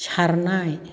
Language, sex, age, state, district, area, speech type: Bodo, female, 60+, Assam, Kokrajhar, urban, spontaneous